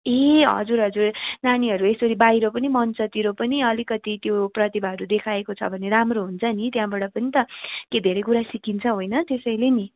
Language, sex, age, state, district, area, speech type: Nepali, female, 18-30, West Bengal, Darjeeling, rural, conversation